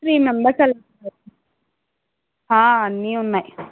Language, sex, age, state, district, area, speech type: Telugu, female, 30-45, Andhra Pradesh, Eluru, rural, conversation